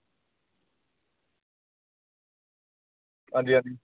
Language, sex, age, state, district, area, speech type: Dogri, male, 30-45, Jammu and Kashmir, Samba, urban, conversation